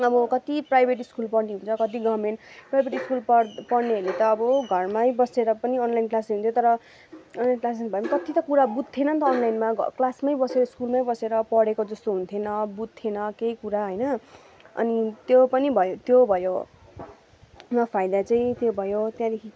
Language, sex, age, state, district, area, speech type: Nepali, female, 45-60, West Bengal, Darjeeling, rural, spontaneous